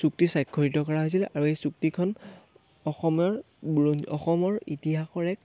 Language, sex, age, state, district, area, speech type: Assamese, male, 18-30, Assam, Majuli, urban, spontaneous